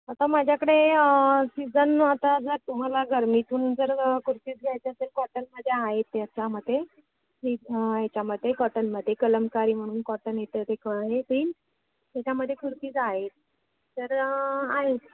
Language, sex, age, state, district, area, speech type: Marathi, female, 45-60, Maharashtra, Ratnagiri, rural, conversation